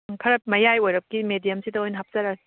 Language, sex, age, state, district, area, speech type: Manipuri, female, 45-60, Manipur, Kangpokpi, urban, conversation